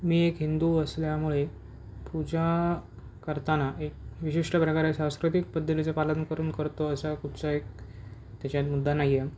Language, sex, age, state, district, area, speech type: Marathi, male, 18-30, Maharashtra, Pune, urban, spontaneous